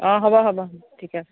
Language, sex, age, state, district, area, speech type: Assamese, female, 30-45, Assam, Sivasagar, rural, conversation